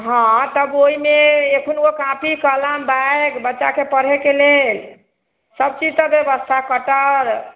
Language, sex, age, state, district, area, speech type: Maithili, female, 60+, Bihar, Sitamarhi, rural, conversation